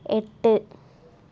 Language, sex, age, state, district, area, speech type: Tamil, female, 18-30, Tamil Nadu, Tiruppur, rural, read